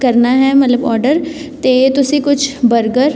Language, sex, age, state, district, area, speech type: Punjabi, female, 18-30, Punjab, Tarn Taran, urban, spontaneous